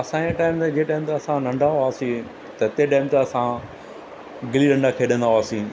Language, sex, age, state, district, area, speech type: Sindhi, male, 45-60, Gujarat, Surat, urban, spontaneous